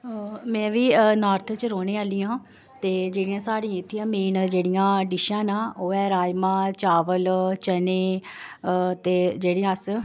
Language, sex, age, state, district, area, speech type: Dogri, female, 30-45, Jammu and Kashmir, Samba, urban, spontaneous